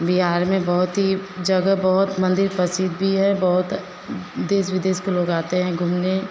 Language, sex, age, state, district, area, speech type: Hindi, female, 30-45, Bihar, Vaishali, urban, spontaneous